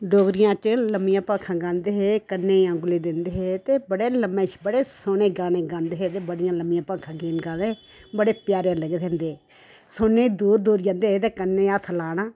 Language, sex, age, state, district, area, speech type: Dogri, female, 60+, Jammu and Kashmir, Udhampur, rural, spontaneous